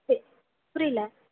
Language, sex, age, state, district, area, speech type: Tamil, female, 18-30, Tamil Nadu, Mayiladuthurai, urban, conversation